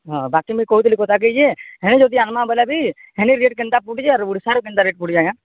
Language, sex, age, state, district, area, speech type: Odia, male, 45-60, Odisha, Nuapada, urban, conversation